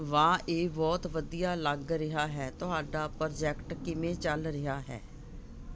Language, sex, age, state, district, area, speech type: Punjabi, female, 45-60, Punjab, Ludhiana, urban, read